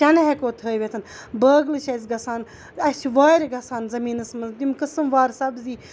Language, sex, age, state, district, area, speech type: Kashmiri, female, 30-45, Jammu and Kashmir, Ganderbal, rural, spontaneous